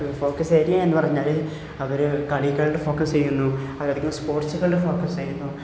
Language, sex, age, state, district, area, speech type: Malayalam, male, 18-30, Kerala, Malappuram, rural, spontaneous